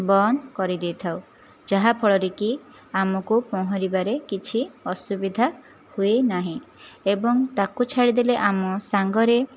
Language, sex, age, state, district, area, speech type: Odia, female, 30-45, Odisha, Jajpur, rural, spontaneous